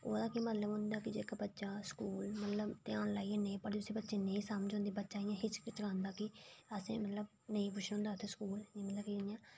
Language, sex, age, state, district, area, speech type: Dogri, female, 18-30, Jammu and Kashmir, Reasi, rural, spontaneous